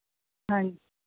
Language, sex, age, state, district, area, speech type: Punjabi, female, 30-45, Punjab, Mohali, rural, conversation